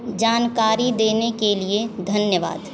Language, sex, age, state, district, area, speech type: Hindi, female, 30-45, Uttar Pradesh, Azamgarh, rural, read